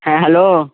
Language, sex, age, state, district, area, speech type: Bengali, male, 18-30, West Bengal, Nadia, rural, conversation